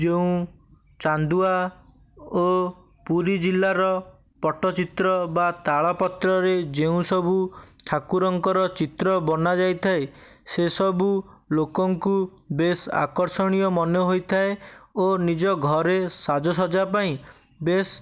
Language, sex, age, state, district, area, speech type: Odia, male, 18-30, Odisha, Bhadrak, rural, spontaneous